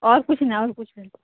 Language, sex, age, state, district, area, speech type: Urdu, female, 18-30, Bihar, Saharsa, rural, conversation